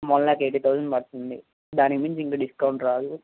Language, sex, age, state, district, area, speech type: Telugu, male, 18-30, Andhra Pradesh, Eluru, urban, conversation